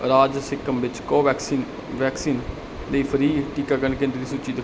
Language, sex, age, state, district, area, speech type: Punjabi, male, 45-60, Punjab, Barnala, rural, read